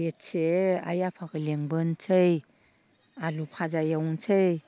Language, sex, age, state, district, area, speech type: Bodo, female, 60+, Assam, Baksa, rural, spontaneous